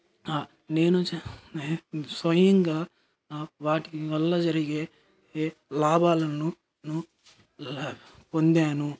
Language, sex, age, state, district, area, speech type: Telugu, male, 18-30, Andhra Pradesh, Nellore, rural, spontaneous